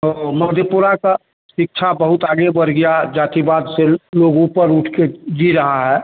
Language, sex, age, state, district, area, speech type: Hindi, male, 60+, Bihar, Madhepura, rural, conversation